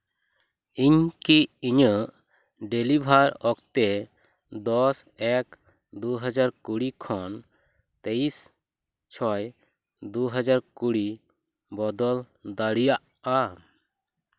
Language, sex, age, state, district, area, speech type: Santali, male, 18-30, West Bengal, Purba Bardhaman, rural, read